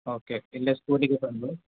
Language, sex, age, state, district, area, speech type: Kannada, male, 30-45, Karnataka, Hassan, urban, conversation